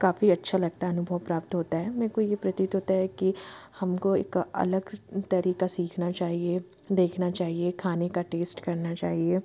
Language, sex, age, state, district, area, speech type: Hindi, female, 30-45, Madhya Pradesh, Jabalpur, urban, spontaneous